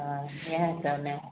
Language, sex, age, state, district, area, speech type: Maithili, female, 60+, Bihar, Madhepura, urban, conversation